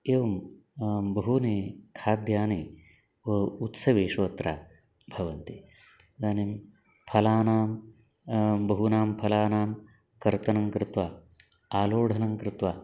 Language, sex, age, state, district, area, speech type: Sanskrit, male, 45-60, Karnataka, Uttara Kannada, rural, spontaneous